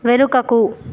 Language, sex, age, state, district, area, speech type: Telugu, female, 18-30, Telangana, Hyderabad, urban, read